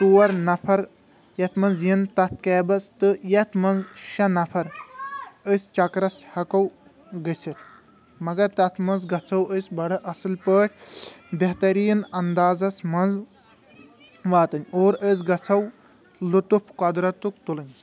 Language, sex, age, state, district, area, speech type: Kashmiri, male, 18-30, Jammu and Kashmir, Kulgam, rural, spontaneous